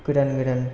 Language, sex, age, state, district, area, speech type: Bodo, male, 18-30, Assam, Chirang, rural, spontaneous